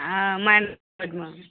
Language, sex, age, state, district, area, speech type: Maithili, female, 18-30, Bihar, Madhepura, rural, conversation